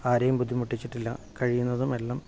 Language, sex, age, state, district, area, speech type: Malayalam, male, 45-60, Kerala, Kasaragod, rural, spontaneous